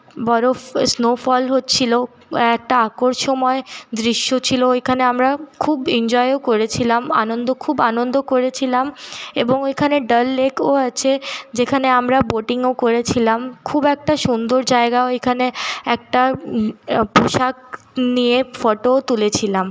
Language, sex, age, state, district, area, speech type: Bengali, female, 30-45, West Bengal, Paschim Bardhaman, urban, spontaneous